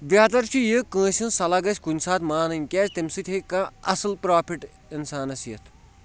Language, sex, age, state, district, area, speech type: Kashmiri, male, 30-45, Jammu and Kashmir, Kulgam, rural, spontaneous